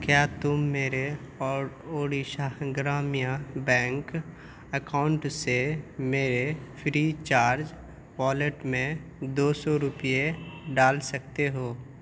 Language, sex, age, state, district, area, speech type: Urdu, male, 18-30, Bihar, Purnia, rural, read